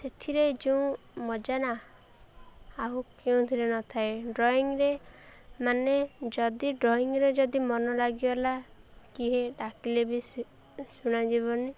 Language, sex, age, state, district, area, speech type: Odia, female, 18-30, Odisha, Koraput, urban, spontaneous